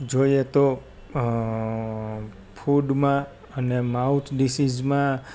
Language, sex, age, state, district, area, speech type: Gujarati, male, 30-45, Gujarat, Rajkot, rural, spontaneous